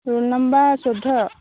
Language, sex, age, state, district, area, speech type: Assamese, female, 30-45, Assam, Dhemaji, rural, conversation